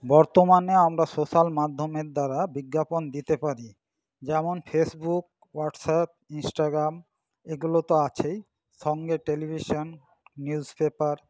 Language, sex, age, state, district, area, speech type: Bengali, male, 45-60, West Bengal, Paschim Bardhaman, rural, spontaneous